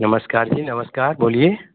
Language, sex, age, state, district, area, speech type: Hindi, male, 60+, Madhya Pradesh, Gwalior, rural, conversation